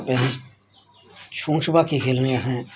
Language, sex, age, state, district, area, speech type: Dogri, male, 30-45, Jammu and Kashmir, Samba, rural, spontaneous